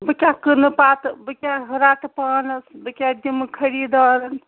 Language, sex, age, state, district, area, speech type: Kashmiri, female, 45-60, Jammu and Kashmir, Srinagar, urban, conversation